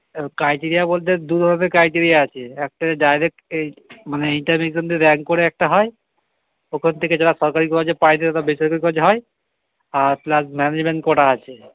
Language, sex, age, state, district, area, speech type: Bengali, male, 60+, West Bengal, Purba Bardhaman, rural, conversation